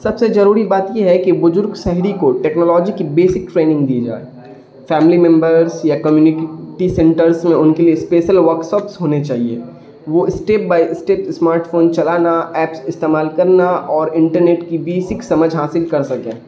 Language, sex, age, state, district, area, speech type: Urdu, male, 18-30, Bihar, Darbhanga, rural, spontaneous